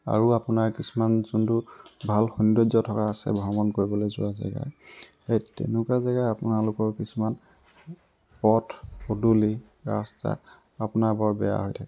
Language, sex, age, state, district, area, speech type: Assamese, male, 18-30, Assam, Tinsukia, urban, spontaneous